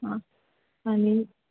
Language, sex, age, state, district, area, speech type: Marathi, female, 18-30, Maharashtra, Sangli, rural, conversation